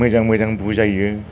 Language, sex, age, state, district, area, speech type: Bodo, male, 60+, Assam, Chirang, rural, spontaneous